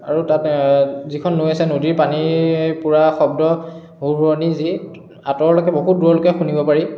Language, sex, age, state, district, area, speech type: Assamese, male, 18-30, Assam, Charaideo, urban, spontaneous